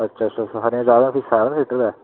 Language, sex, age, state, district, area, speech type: Dogri, male, 30-45, Jammu and Kashmir, Reasi, rural, conversation